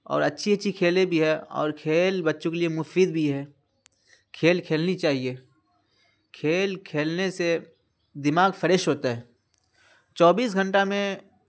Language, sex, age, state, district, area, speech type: Urdu, male, 30-45, Bihar, Khagaria, rural, spontaneous